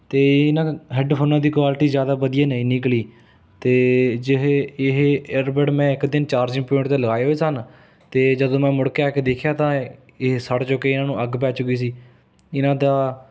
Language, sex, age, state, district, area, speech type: Punjabi, male, 18-30, Punjab, Rupnagar, rural, spontaneous